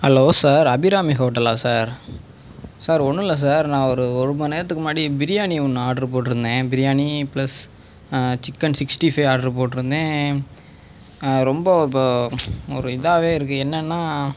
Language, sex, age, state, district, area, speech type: Tamil, male, 30-45, Tamil Nadu, Pudukkottai, rural, spontaneous